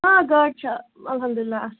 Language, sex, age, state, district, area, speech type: Kashmiri, female, 45-60, Jammu and Kashmir, Srinagar, urban, conversation